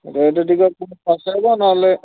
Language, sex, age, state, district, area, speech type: Odia, male, 18-30, Odisha, Kendujhar, urban, conversation